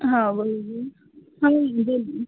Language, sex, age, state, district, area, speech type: Gujarati, female, 18-30, Gujarat, Anand, urban, conversation